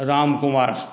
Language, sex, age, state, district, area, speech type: Maithili, male, 60+, Bihar, Saharsa, urban, spontaneous